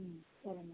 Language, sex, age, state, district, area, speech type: Telugu, female, 30-45, Telangana, Mancherial, rural, conversation